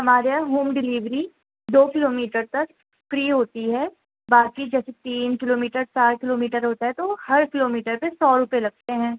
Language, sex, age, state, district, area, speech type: Urdu, female, 30-45, Delhi, North East Delhi, urban, conversation